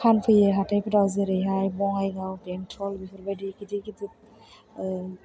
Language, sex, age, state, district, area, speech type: Bodo, female, 18-30, Assam, Chirang, urban, spontaneous